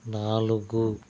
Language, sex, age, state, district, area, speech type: Telugu, male, 45-60, Andhra Pradesh, East Godavari, rural, read